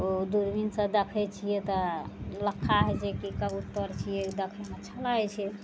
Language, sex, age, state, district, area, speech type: Maithili, female, 45-60, Bihar, Araria, urban, spontaneous